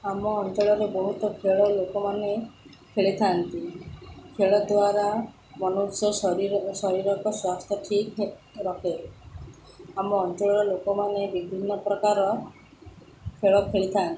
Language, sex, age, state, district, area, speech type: Odia, female, 30-45, Odisha, Sundergarh, urban, spontaneous